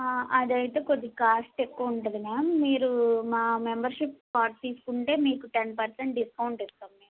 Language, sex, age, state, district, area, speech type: Telugu, female, 18-30, Andhra Pradesh, Guntur, urban, conversation